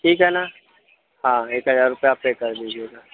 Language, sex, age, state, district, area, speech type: Hindi, male, 30-45, Madhya Pradesh, Hoshangabad, rural, conversation